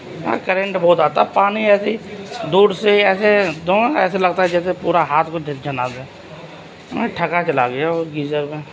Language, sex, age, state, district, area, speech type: Urdu, male, 30-45, Uttar Pradesh, Gautam Buddha Nagar, urban, spontaneous